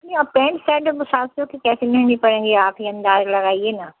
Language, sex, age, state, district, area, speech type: Hindi, female, 60+, Madhya Pradesh, Jabalpur, urban, conversation